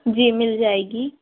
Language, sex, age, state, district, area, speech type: Urdu, female, 30-45, Uttar Pradesh, Lucknow, urban, conversation